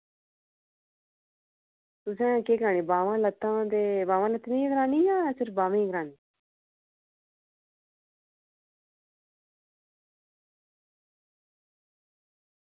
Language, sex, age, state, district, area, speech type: Dogri, female, 30-45, Jammu and Kashmir, Udhampur, urban, conversation